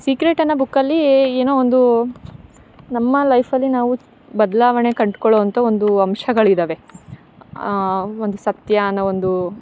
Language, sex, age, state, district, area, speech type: Kannada, female, 18-30, Karnataka, Chikkamagaluru, rural, spontaneous